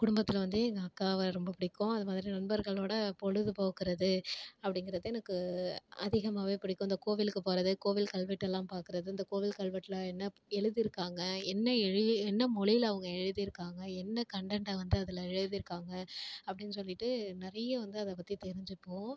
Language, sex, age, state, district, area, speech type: Tamil, male, 30-45, Tamil Nadu, Tiruchirappalli, rural, spontaneous